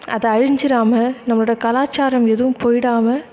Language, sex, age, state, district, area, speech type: Tamil, female, 18-30, Tamil Nadu, Thanjavur, rural, spontaneous